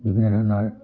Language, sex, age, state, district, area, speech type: Assamese, male, 18-30, Assam, Dhemaji, rural, spontaneous